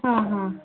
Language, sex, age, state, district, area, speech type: Kannada, female, 30-45, Karnataka, Tumkur, rural, conversation